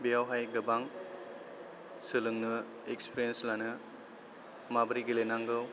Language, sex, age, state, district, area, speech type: Bodo, male, 30-45, Assam, Chirang, rural, spontaneous